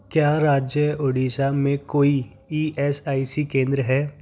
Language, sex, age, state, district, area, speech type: Hindi, male, 30-45, Rajasthan, Jaipur, urban, read